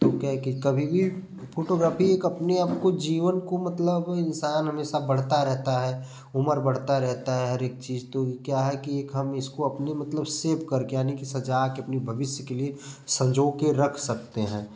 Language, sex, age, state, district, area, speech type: Hindi, male, 18-30, Uttar Pradesh, Prayagraj, rural, spontaneous